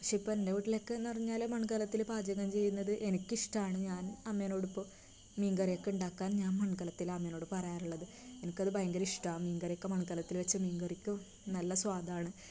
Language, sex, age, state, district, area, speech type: Malayalam, female, 18-30, Kerala, Kasaragod, rural, spontaneous